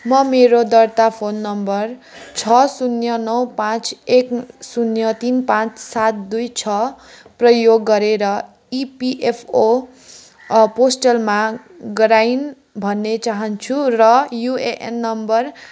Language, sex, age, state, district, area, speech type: Nepali, female, 30-45, West Bengal, Kalimpong, rural, read